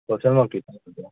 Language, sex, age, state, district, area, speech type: Manipuri, male, 18-30, Manipur, Kakching, rural, conversation